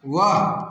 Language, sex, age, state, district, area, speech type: Hindi, male, 45-60, Bihar, Samastipur, rural, read